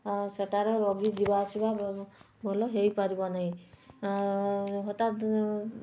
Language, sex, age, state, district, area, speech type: Odia, female, 45-60, Odisha, Mayurbhanj, rural, spontaneous